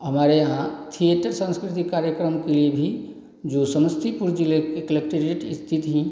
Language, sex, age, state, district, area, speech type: Hindi, male, 30-45, Bihar, Samastipur, rural, spontaneous